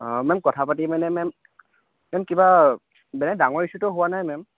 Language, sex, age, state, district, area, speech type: Assamese, male, 18-30, Assam, Charaideo, urban, conversation